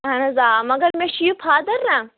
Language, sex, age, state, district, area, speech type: Kashmiri, female, 18-30, Jammu and Kashmir, Anantnag, rural, conversation